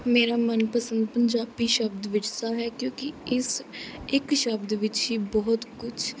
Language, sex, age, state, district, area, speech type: Punjabi, female, 18-30, Punjab, Kapurthala, urban, spontaneous